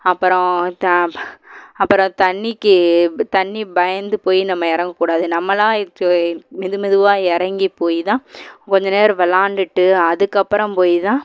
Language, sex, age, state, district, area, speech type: Tamil, female, 18-30, Tamil Nadu, Madurai, urban, spontaneous